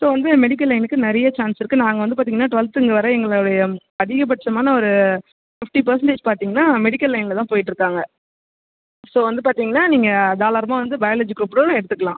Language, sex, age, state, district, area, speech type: Tamil, female, 18-30, Tamil Nadu, Viluppuram, rural, conversation